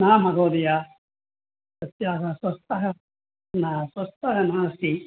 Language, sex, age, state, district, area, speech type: Sanskrit, male, 60+, Tamil Nadu, Coimbatore, urban, conversation